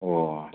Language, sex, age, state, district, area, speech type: Manipuri, male, 45-60, Manipur, Imphal West, urban, conversation